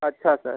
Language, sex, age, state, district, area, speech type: Hindi, male, 45-60, Uttar Pradesh, Sonbhadra, rural, conversation